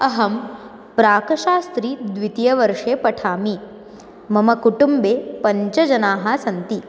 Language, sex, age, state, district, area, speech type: Sanskrit, female, 18-30, Maharashtra, Nagpur, urban, spontaneous